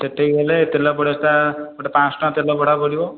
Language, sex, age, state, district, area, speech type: Odia, male, 18-30, Odisha, Khordha, rural, conversation